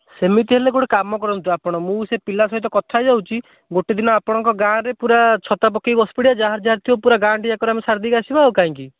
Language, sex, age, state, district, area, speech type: Odia, male, 18-30, Odisha, Bhadrak, rural, conversation